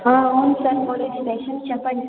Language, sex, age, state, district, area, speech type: Telugu, female, 18-30, Andhra Pradesh, Chittoor, rural, conversation